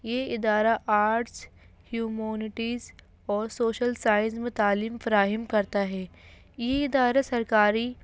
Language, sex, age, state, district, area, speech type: Urdu, female, 18-30, Delhi, North East Delhi, urban, spontaneous